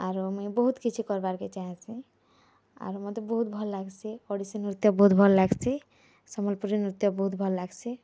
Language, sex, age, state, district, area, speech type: Odia, female, 18-30, Odisha, Bargarh, urban, spontaneous